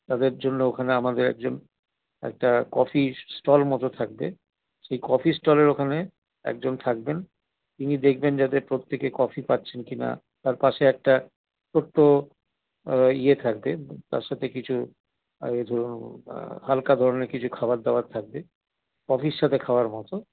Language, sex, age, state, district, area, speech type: Bengali, male, 60+, West Bengal, Paschim Bardhaman, urban, conversation